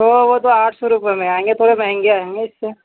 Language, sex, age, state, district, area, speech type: Urdu, male, 18-30, Uttar Pradesh, Gautam Buddha Nagar, urban, conversation